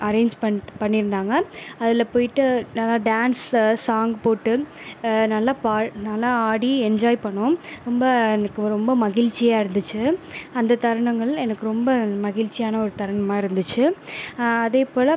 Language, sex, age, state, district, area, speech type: Tamil, female, 18-30, Tamil Nadu, Pudukkottai, rural, spontaneous